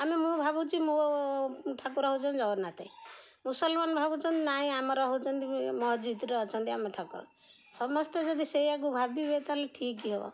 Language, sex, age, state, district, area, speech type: Odia, female, 60+, Odisha, Jagatsinghpur, rural, spontaneous